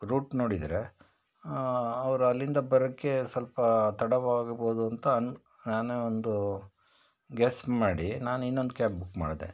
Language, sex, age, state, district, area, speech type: Kannada, male, 60+, Karnataka, Shimoga, rural, spontaneous